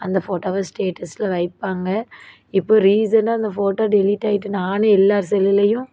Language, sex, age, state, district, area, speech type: Tamil, female, 18-30, Tamil Nadu, Thoothukudi, urban, spontaneous